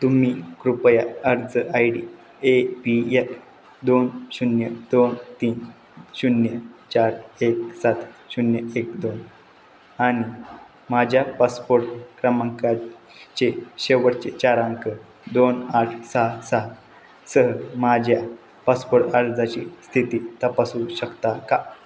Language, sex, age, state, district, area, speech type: Marathi, male, 18-30, Maharashtra, Satara, urban, read